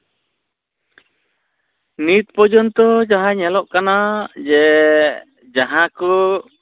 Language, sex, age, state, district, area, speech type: Santali, male, 45-60, West Bengal, Purulia, rural, conversation